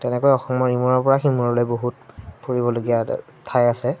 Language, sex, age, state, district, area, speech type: Assamese, male, 18-30, Assam, Majuli, urban, spontaneous